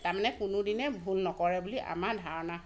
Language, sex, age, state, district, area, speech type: Assamese, female, 30-45, Assam, Dhemaji, rural, spontaneous